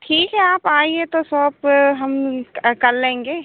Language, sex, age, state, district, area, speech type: Hindi, female, 18-30, Madhya Pradesh, Seoni, urban, conversation